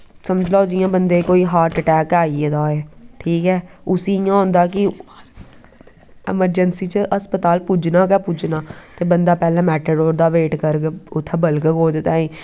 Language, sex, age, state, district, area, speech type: Dogri, female, 18-30, Jammu and Kashmir, Samba, rural, spontaneous